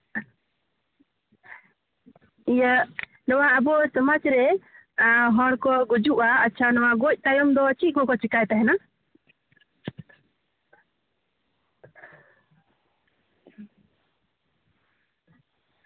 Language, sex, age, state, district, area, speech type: Santali, female, 18-30, West Bengal, Purulia, rural, conversation